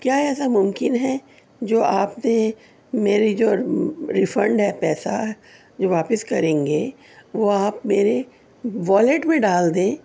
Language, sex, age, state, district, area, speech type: Urdu, female, 30-45, Delhi, Central Delhi, urban, spontaneous